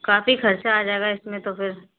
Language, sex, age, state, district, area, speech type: Hindi, female, 30-45, Madhya Pradesh, Gwalior, rural, conversation